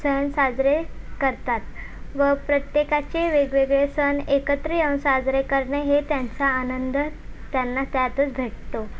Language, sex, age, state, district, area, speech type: Marathi, female, 18-30, Maharashtra, Thane, urban, spontaneous